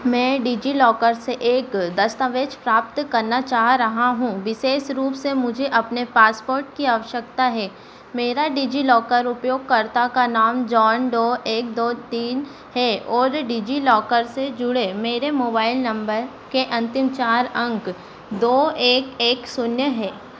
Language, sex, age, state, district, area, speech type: Hindi, female, 18-30, Madhya Pradesh, Harda, urban, read